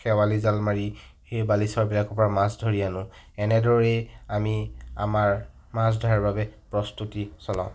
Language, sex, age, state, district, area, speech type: Assamese, male, 60+, Assam, Kamrup Metropolitan, urban, spontaneous